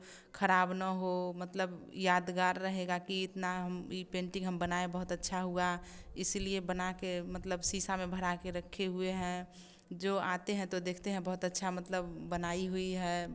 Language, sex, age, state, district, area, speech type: Hindi, female, 18-30, Bihar, Samastipur, rural, spontaneous